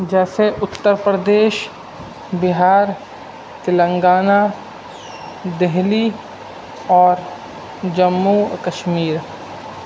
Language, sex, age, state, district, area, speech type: Urdu, male, 30-45, Uttar Pradesh, Rampur, urban, spontaneous